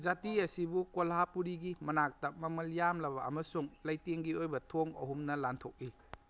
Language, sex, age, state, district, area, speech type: Manipuri, male, 30-45, Manipur, Kakching, rural, read